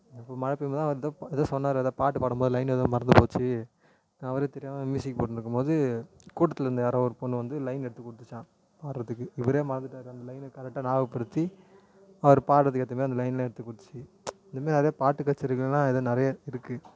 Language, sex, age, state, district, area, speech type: Tamil, male, 18-30, Tamil Nadu, Tiruvannamalai, urban, spontaneous